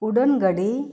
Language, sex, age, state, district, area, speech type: Santali, female, 45-60, Jharkhand, Bokaro, rural, spontaneous